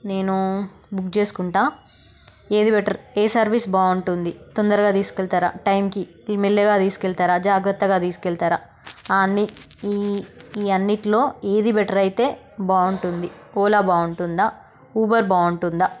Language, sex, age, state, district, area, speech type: Telugu, female, 30-45, Telangana, Peddapalli, rural, spontaneous